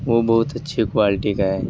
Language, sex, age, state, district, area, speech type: Urdu, male, 18-30, Uttar Pradesh, Ghaziabad, urban, spontaneous